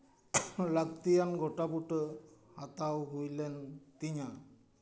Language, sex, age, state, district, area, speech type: Santali, male, 60+, West Bengal, Paschim Bardhaman, urban, spontaneous